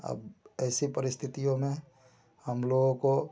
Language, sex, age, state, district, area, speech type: Hindi, male, 45-60, Bihar, Samastipur, rural, spontaneous